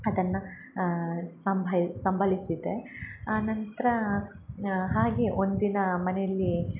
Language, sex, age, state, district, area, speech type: Kannada, female, 18-30, Karnataka, Hassan, urban, spontaneous